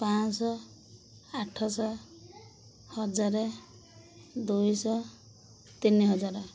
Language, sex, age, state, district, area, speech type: Odia, female, 45-60, Odisha, Koraput, urban, spontaneous